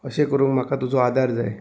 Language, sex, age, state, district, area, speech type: Goan Konkani, male, 30-45, Goa, Salcete, urban, spontaneous